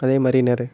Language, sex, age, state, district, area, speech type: Tamil, male, 18-30, Tamil Nadu, Madurai, urban, spontaneous